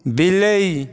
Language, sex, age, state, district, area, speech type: Odia, male, 45-60, Odisha, Dhenkanal, rural, read